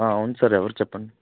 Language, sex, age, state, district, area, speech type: Telugu, male, 18-30, Andhra Pradesh, Bapatla, rural, conversation